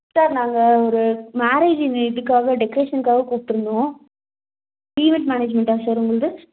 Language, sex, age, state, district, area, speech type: Tamil, female, 18-30, Tamil Nadu, Nilgiris, rural, conversation